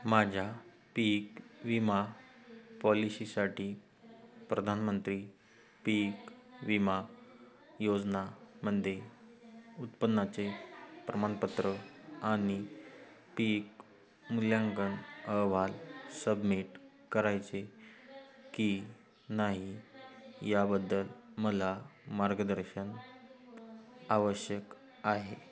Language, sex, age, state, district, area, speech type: Marathi, male, 18-30, Maharashtra, Hingoli, urban, read